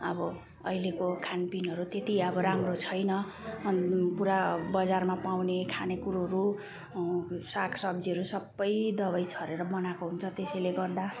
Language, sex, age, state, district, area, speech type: Nepali, female, 45-60, West Bengal, Jalpaiguri, urban, spontaneous